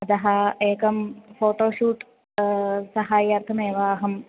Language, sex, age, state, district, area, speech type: Sanskrit, female, 18-30, Kerala, Thrissur, urban, conversation